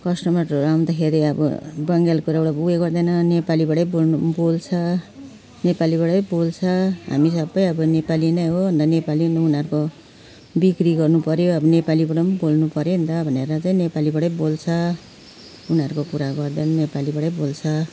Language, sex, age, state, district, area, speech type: Nepali, female, 60+, West Bengal, Jalpaiguri, urban, spontaneous